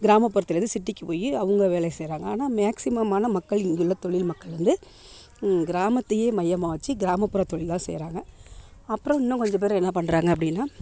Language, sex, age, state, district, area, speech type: Tamil, female, 30-45, Tamil Nadu, Tiruvarur, rural, spontaneous